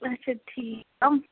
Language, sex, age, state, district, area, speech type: Kashmiri, female, 30-45, Jammu and Kashmir, Ganderbal, rural, conversation